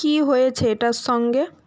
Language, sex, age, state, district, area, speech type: Bengali, female, 30-45, West Bengal, Nadia, urban, read